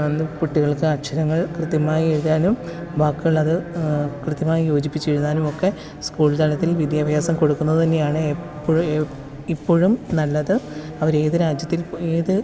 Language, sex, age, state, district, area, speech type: Malayalam, female, 30-45, Kerala, Pathanamthitta, rural, spontaneous